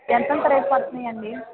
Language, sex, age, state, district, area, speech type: Telugu, female, 45-60, Andhra Pradesh, N T Rama Rao, urban, conversation